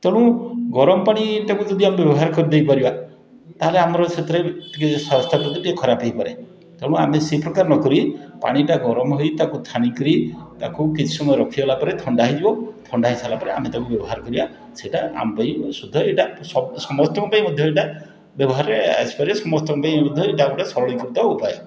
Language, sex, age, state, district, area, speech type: Odia, male, 60+, Odisha, Puri, urban, spontaneous